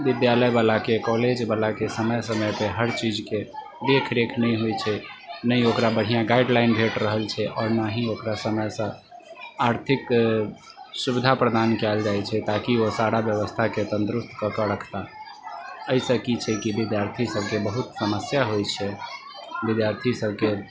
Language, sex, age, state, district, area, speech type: Maithili, male, 45-60, Bihar, Sitamarhi, urban, spontaneous